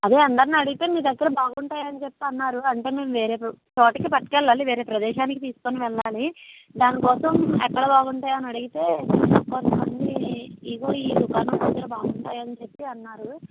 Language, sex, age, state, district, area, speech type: Telugu, female, 60+, Andhra Pradesh, Konaseema, rural, conversation